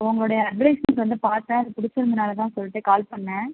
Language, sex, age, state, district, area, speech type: Tamil, female, 30-45, Tamil Nadu, Ariyalur, rural, conversation